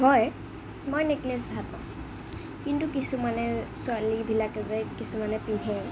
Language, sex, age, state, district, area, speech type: Assamese, female, 18-30, Assam, Kamrup Metropolitan, urban, spontaneous